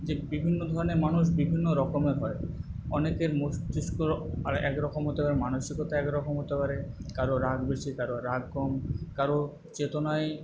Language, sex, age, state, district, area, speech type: Bengali, male, 45-60, West Bengal, Paschim Medinipur, rural, spontaneous